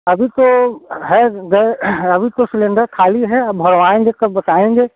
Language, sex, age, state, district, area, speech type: Hindi, male, 30-45, Uttar Pradesh, Prayagraj, urban, conversation